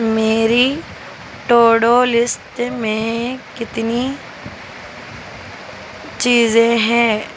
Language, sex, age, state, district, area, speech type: Urdu, female, 18-30, Telangana, Hyderabad, urban, read